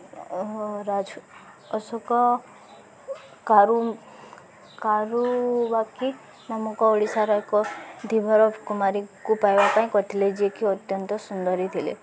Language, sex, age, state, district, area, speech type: Odia, female, 18-30, Odisha, Subarnapur, urban, spontaneous